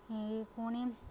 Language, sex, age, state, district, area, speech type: Odia, female, 18-30, Odisha, Subarnapur, urban, spontaneous